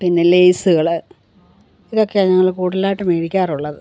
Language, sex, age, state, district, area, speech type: Malayalam, female, 45-60, Kerala, Pathanamthitta, rural, spontaneous